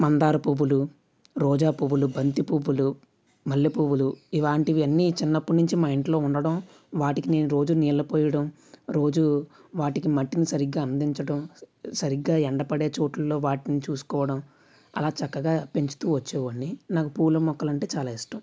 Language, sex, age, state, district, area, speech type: Telugu, male, 45-60, Andhra Pradesh, West Godavari, rural, spontaneous